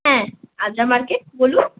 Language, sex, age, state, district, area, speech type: Bengali, female, 30-45, West Bengal, Purulia, rural, conversation